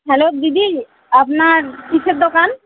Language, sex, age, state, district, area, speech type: Bengali, female, 30-45, West Bengal, Uttar Dinajpur, urban, conversation